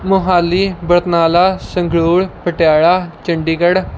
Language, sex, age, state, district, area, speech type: Punjabi, male, 18-30, Punjab, Mohali, rural, spontaneous